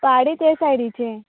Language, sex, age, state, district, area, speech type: Goan Konkani, female, 18-30, Goa, Canacona, rural, conversation